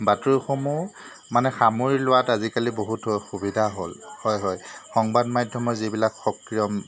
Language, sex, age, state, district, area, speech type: Assamese, male, 30-45, Assam, Jorhat, urban, spontaneous